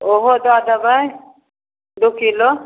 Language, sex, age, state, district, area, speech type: Maithili, female, 60+, Bihar, Samastipur, rural, conversation